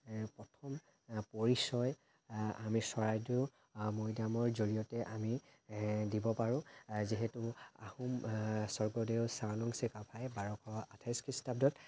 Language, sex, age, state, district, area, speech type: Assamese, male, 18-30, Assam, Charaideo, urban, spontaneous